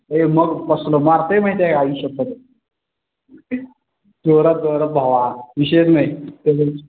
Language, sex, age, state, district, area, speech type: Marathi, male, 18-30, Maharashtra, Sangli, urban, conversation